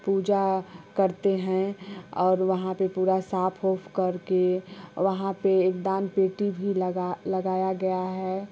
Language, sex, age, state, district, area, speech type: Hindi, female, 18-30, Uttar Pradesh, Chandauli, rural, spontaneous